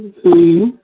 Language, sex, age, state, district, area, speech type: Sindhi, female, 45-60, Gujarat, Kutch, rural, conversation